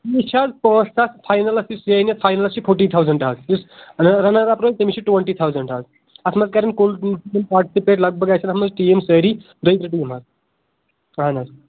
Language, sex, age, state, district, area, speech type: Kashmiri, male, 18-30, Jammu and Kashmir, Kulgam, urban, conversation